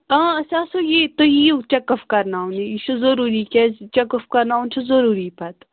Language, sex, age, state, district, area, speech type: Kashmiri, female, 18-30, Jammu and Kashmir, Pulwama, rural, conversation